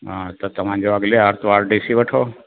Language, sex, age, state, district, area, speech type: Sindhi, male, 60+, Delhi, South Delhi, urban, conversation